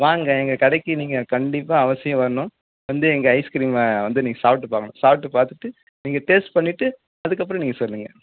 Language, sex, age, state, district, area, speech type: Tamil, male, 60+, Tamil Nadu, Tenkasi, urban, conversation